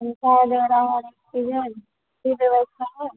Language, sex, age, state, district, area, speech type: Hindi, female, 45-60, Uttar Pradesh, Ayodhya, rural, conversation